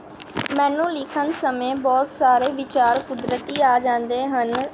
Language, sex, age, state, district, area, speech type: Punjabi, female, 18-30, Punjab, Rupnagar, rural, spontaneous